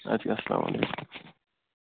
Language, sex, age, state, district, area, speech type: Kashmiri, male, 45-60, Jammu and Kashmir, Budgam, rural, conversation